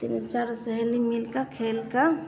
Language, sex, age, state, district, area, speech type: Hindi, female, 30-45, Bihar, Vaishali, rural, spontaneous